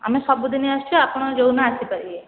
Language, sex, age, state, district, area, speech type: Odia, female, 18-30, Odisha, Kendrapara, urban, conversation